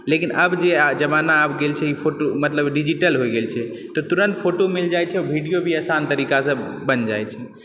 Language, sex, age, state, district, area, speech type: Maithili, male, 18-30, Bihar, Purnia, urban, spontaneous